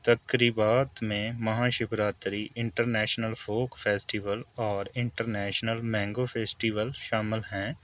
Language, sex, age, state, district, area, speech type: Urdu, male, 30-45, Delhi, New Delhi, urban, spontaneous